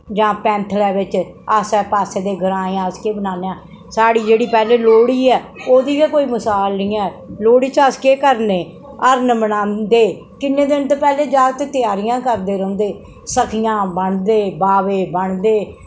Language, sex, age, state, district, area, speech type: Dogri, female, 60+, Jammu and Kashmir, Reasi, urban, spontaneous